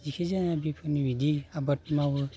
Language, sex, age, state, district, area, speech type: Bodo, male, 45-60, Assam, Baksa, rural, spontaneous